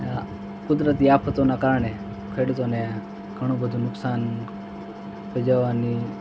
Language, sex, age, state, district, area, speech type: Gujarati, male, 60+, Gujarat, Morbi, rural, spontaneous